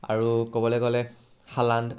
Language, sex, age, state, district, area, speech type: Assamese, male, 18-30, Assam, Charaideo, urban, spontaneous